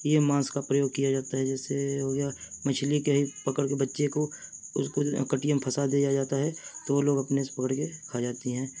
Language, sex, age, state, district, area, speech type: Urdu, male, 30-45, Uttar Pradesh, Mirzapur, rural, spontaneous